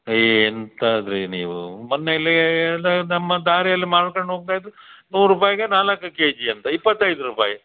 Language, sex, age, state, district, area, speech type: Kannada, male, 60+, Karnataka, Dakshina Kannada, rural, conversation